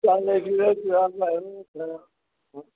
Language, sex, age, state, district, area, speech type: Sindhi, male, 45-60, Maharashtra, Mumbai Suburban, urban, conversation